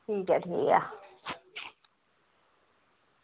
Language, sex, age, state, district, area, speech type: Dogri, female, 18-30, Jammu and Kashmir, Udhampur, rural, conversation